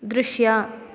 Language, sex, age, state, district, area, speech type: Kannada, female, 18-30, Karnataka, Chikkaballapur, rural, read